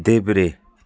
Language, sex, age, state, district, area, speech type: Nepali, male, 45-60, West Bengal, Jalpaiguri, urban, read